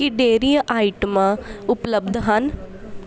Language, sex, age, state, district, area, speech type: Punjabi, female, 18-30, Punjab, Bathinda, urban, read